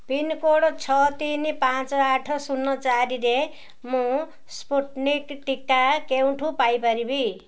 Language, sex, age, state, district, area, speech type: Odia, female, 45-60, Odisha, Ganjam, urban, read